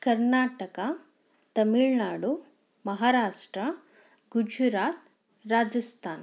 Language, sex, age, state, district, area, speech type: Kannada, female, 30-45, Karnataka, Chikkaballapur, rural, spontaneous